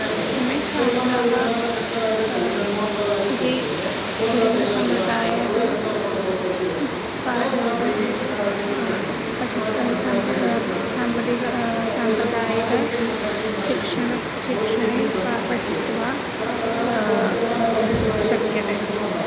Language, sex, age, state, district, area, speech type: Sanskrit, female, 18-30, Kerala, Thrissur, urban, spontaneous